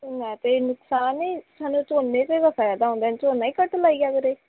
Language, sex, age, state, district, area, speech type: Punjabi, female, 18-30, Punjab, Faridkot, urban, conversation